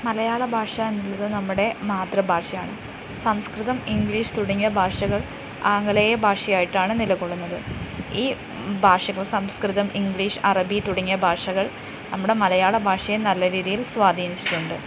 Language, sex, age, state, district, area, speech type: Malayalam, female, 18-30, Kerala, Wayanad, rural, spontaneous